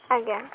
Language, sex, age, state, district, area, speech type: Odia, female, 18-30, Odisha, Jagatsinghpur, rural, spontaneous